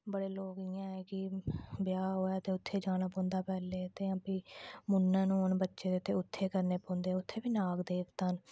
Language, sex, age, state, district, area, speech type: Dogri, female, 18-30, Jammu and Kashmir, Udhampur, rural, spontaneous